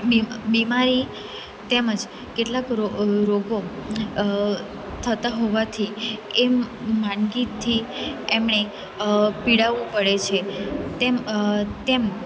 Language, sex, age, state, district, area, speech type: Gujarati, female, 18-30, Gujarat, Valsad, urban, spontaneous